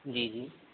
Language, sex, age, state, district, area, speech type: Hindi, male, 18-30, Madhya Pradesh, Narsinghpur, rural, conversation